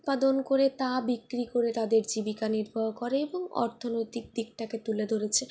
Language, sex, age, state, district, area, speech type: Bengali, female, 45-60, West Bengal, Purulia, urban, spontaneous